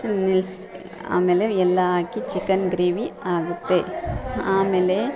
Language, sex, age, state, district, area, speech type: Kannada, female, 45-60, Karnataka, Bangalore Urban, urban, spontaneous